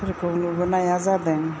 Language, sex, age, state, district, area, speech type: Bodo, female, 60+, Assam, Kokrajhar, rural, spontaneous